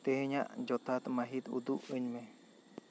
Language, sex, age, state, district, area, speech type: Santali, male, 18-30, West Bengal, Bankura, rural, read